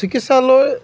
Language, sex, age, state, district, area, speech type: Assamese, male, 30-45, Assam, Golaghat, urban, spontaneous